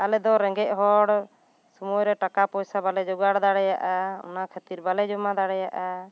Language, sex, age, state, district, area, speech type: Santali, female, 30-45, West Bengal, Bankura, rural, spontaneous